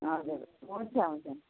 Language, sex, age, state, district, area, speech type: Nepali, female, 45-60, West Bengal, Jalpaiguri, urban, conversation